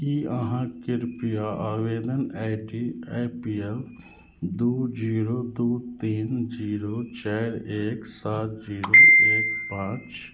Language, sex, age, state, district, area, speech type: Maithili, male, 30-45, Bihar, Madhubani, rural, read